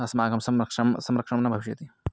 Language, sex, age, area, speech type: Sanskrit, male, 18-30, rural, spontaneous